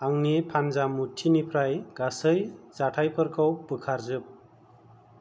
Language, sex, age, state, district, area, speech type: Bodo, male, 45-60, Assam, Kokrajhar, rural, read